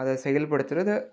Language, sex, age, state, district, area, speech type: Tamil, male, 18-30, Tamil Nadu, Salem, urban, spontaneous